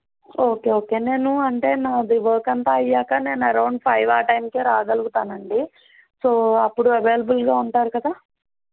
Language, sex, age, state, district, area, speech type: Telugu, female, 30-45, Andhra Pradesh, East Godavari, rural, conversation